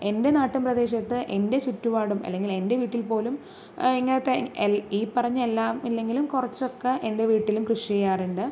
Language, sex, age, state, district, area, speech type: Malayalam, female, 18-30, Kerala, Palakkad, rural, spontaneous